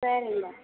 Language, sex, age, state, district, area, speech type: Tamil, female, 30-45, Tamil Nadu, Tirupattur, rural, conversation